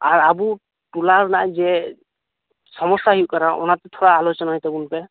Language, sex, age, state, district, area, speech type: Santali, male, 18-30, West Bengal, Birbhum, rural, conversation